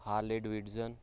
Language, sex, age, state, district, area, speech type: Punjabi, male, 30-45, Punjab, Hoshiarpur, rural, spontaneous